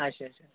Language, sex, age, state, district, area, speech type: Kashmiri, male, 30-45, Jammu and Kashmir, Shopian, urban, conversation